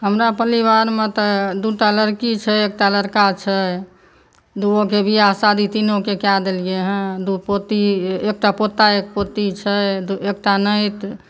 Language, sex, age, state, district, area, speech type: Maithili, female, 30-45, Bihar, Saharsa, rural, spontaneous